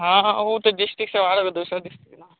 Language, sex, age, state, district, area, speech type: Hindi, male, 30-45, Bihar, Madhepura, rural, conversation